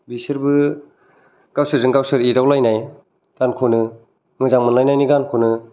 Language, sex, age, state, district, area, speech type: Bodo, male, 18-30, Assam, Kokrajhar, urban, spontaneous